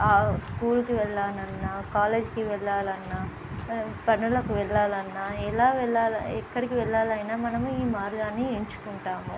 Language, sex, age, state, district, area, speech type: Telugu, female, 18-30, Telangana, Nizamabad, urban, spontaneous